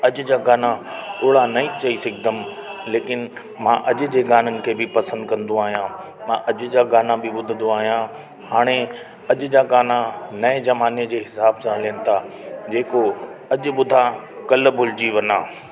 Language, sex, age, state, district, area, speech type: Sindhi, male, 30-45, Delhi, South Delhi, urban, spontaneous